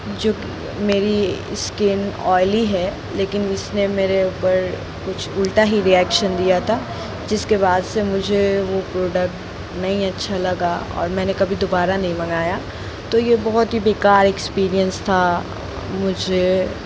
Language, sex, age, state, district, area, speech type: Hindi, female, 18-30, Madhya Pradesh, Jabalpur, urban, spontaneous